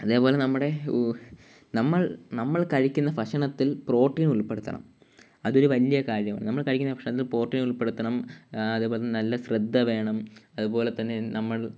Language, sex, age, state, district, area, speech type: Malayalam, male, 18-30, Kerala, Kollam, rural, spontaneous